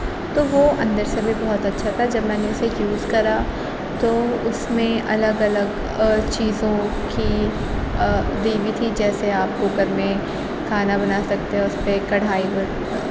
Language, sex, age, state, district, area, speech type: Urdu, female, 30-45, Uttar Pradesh, Aligarh, urban, spontaneous